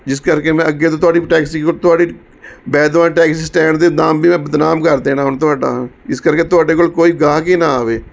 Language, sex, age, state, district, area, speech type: Punjabi, male, 45-60, Punjab, Mohali, urban, spontaneous